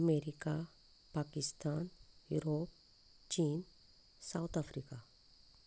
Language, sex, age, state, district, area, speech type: Goan Konkani, female, 45-60, Goa, Canacona, rural, spontaneous